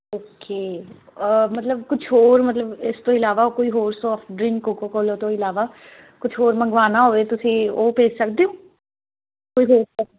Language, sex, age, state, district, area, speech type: Punjabi, female, 18-30, Punjab, Muktsar, rural, conversation